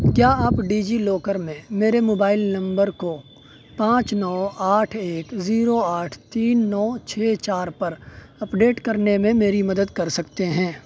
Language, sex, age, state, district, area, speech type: Urdu, male, 18-30, Uttar Pradesh, Saharanpur, urban, read